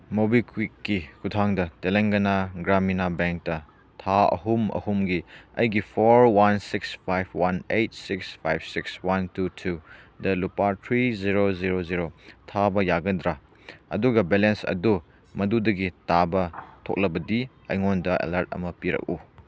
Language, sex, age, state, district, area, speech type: Manipuri, male, 18-30, Manipur, Churachandpur, rural, read